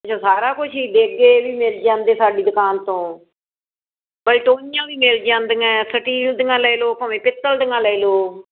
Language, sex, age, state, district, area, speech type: Punjabi, female, 60+, Punjab, Fazilka, rural, conversation